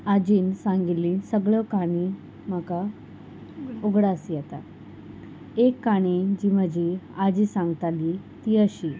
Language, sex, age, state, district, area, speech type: Goan Konkani, female, 30-45, Goa, Salcete, rural, spontaneous